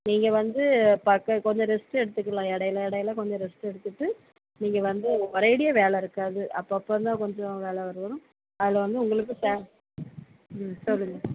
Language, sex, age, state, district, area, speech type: Tamil, female, 45-60, Tamil Nadu, Thoothukudi, urban, conversation